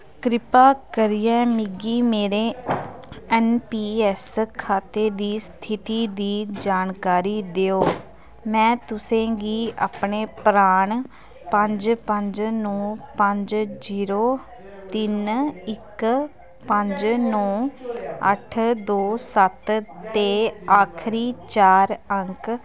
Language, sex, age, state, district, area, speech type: Dogri, female, 18-30, Jammu and Kashmir, Kathua, rural, read